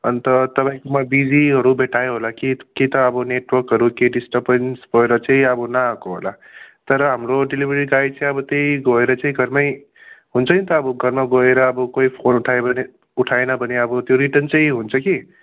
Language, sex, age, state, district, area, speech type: Nepali, male, 45-60, West Bengal, Darjeeling, rural, conversation